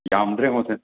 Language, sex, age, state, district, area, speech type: Manipuri, male, 18-30, Manipur, Imphal West, rural, conversation